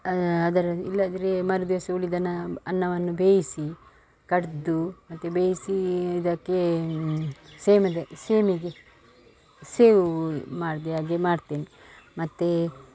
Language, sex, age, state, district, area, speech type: Kannada, female, 45-60, Karnataka, Dakshina Kannada, rural, spontaneous